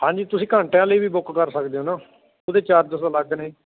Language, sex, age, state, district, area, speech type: Punjabi, male, 30-45, Punjab, Ludhiana, rural, conversation